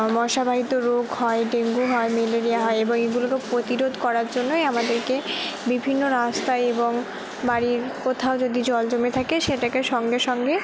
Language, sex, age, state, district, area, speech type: Bengali, female, 18-30, West Bengal, Purba Bardhaman, urban, spontaneous